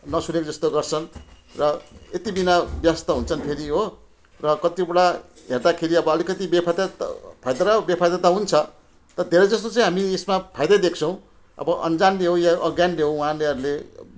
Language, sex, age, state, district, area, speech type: Nepali, female, 60+, West Bengal, Jalpaiguri, rural, spontaneous